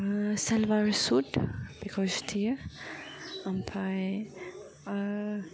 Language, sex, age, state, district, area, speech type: Bodo, female, 18-30, Assam, Kokrajhar, rural, spontaneous